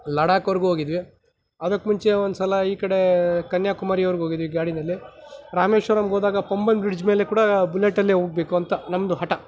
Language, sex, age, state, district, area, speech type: Kannada, male, 30-45, Karnataka, Chikkaballapur, rural, spontaneous